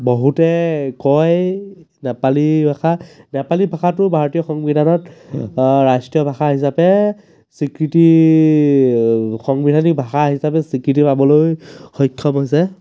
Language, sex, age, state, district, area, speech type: Assamese, male, 30-45, Assam, Biswanath, rural, spontaneous